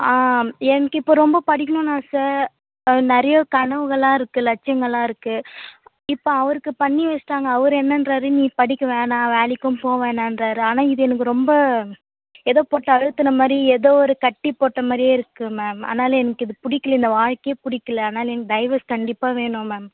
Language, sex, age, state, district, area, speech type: Tamil, female, 18-30, Tamil Nadu, Vellore, urban, conversation